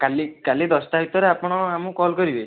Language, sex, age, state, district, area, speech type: Odia, male, 18-30, Odisha, Kendujhar, urban, conversation